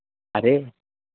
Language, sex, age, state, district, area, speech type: Hindi, male, 18-30, Madhya Pradesh, Seoni, urban, conversation